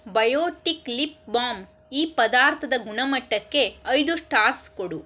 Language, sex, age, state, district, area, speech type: Kannada, female, 30-45, Karnataka, Shimoga, rural, read